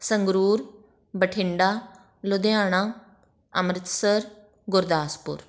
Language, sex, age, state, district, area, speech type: Punjabi, female, 18-30, Punjab, Patiala, rural, spontaneous